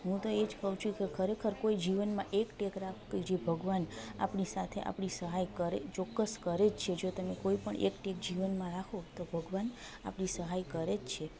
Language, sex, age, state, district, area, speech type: Gujarati, female, 30-45, Gujarat, Junagadh, rural, spontaneous